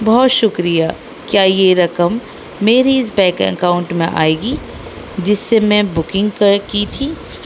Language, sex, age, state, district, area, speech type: Urdu, female, 18-30, Delhi, North East Delhi, urban, spontaneous